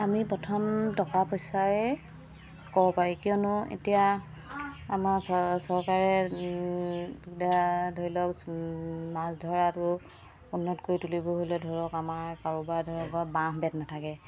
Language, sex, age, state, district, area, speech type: Assamese, female, 45-60, Assam, Dibrugarh, rural, spontaneous